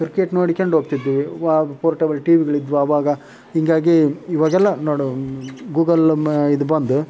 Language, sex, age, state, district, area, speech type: Kannada, male, 18-30, Karnataka, Chitradurga, rural, spontaneous